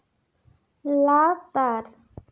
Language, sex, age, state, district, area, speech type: Santali, female, 18-30, West Bengal, Bankura, rural, read